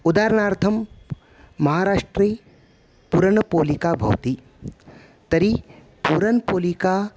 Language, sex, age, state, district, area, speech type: Sanskrit, male, 30-45, Maharashtra, Nagpur, urban, spontaneous